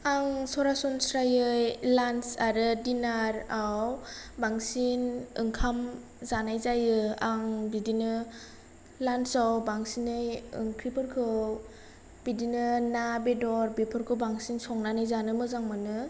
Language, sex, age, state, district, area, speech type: Bodo, female, 18-30, Assam, Kokrajhar, rural, spontaneous